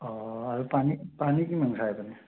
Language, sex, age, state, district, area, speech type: Assamese, male, 30-45, Assam, Sonitpur, rural, conversation